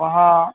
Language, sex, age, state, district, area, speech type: Maithili, male, 30-45, Bihar, Samastipur, rural, conversation